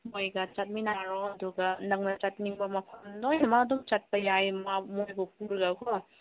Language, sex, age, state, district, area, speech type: Manipuri, female, 30-45, Manipur, Senapati, urban, conversation